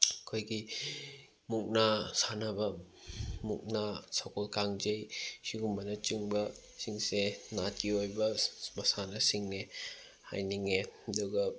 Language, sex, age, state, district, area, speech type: Manipuri, male, 18-30, Manipur, Bishnupur, rural, spontaneous